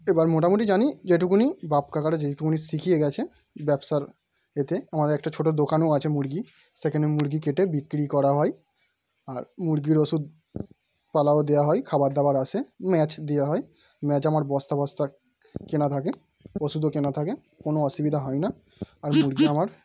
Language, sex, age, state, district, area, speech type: Bengali, male, 18-30, West Bengal, Howrah, urban, spontaneous